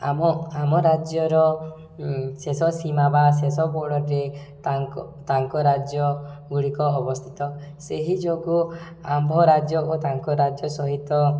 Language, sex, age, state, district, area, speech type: Odia, male, 18-30, Odisha, Subarnapur, urban, spontaneous